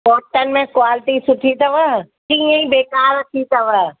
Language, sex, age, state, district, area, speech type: Sindhi, female, 45-60, Delhi, South Delhi, urban, conversation